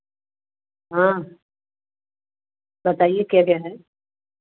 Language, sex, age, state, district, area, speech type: Hindi, female, 30-45, Uttar Pradesh, Varanasi, rural, conversation